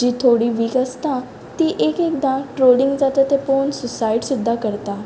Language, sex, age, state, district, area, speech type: Goan Konkani, female, 18-30, Goa, Ponda, rural, spontaneous